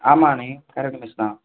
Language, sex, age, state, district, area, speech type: Tamil, male, 18-30, Tamil Nadu, Sivaganga, rural, conversation